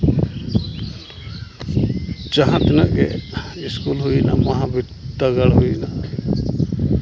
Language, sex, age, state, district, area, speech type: Santali, male, 30-45, Jharkhand, Seraikela Kharsawan, rural, spontaneous